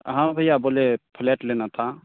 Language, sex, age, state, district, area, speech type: Hindi, male, 18-30, Bihar, Begusarai, rural, conversation